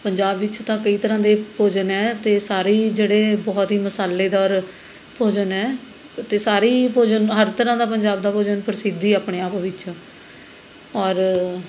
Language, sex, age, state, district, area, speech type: Punjabi, female, 30-45, Punjab, Mohali, urban, spontaneous